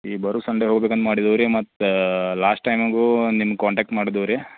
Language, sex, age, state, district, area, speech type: Kannada, male, 30-45, Karnataka, Belgaum, rural, conversation